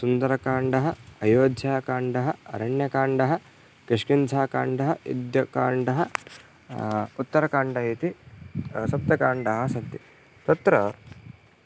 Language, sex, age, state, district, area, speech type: Sanskrit, male, 18-30, Karnataka, Vijayapura, rural, spontaneous